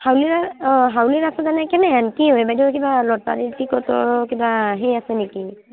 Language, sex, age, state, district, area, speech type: Assamese, female, 30-45, Assam, Barpeta, rural, conversation